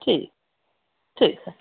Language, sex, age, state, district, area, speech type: Hindi, female, 45-60, Bihar, Samastipur, rural, conversation